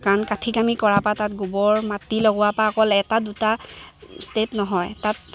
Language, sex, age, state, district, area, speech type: Assamese, female, 18-30, Assam, Lakhimpur, urban, spontaneous